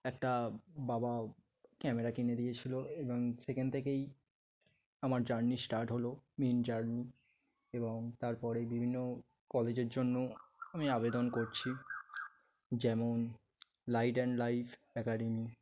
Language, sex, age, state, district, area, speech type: Bengali, male, 18-30, West Bengal, Dakshin Dinajpur, urban, spontaneous